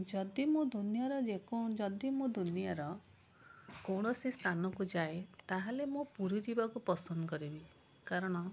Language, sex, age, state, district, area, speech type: Odia, female, 45-60, Odisha, Cuttack, urban, spontaneous